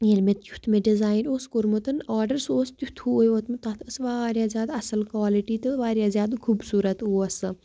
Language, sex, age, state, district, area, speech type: Kashmiri, female, 18-30, Jammu and Kashmir, Baramulla, rural, spontaneous